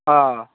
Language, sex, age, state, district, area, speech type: Assamese, male, 18-30, Assam, Morigaon, rural, conversation